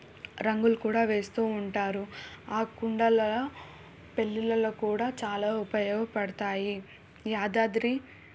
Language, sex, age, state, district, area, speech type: Telugu, female, 18-30, Telangana, Suryapet, urban, spontaneous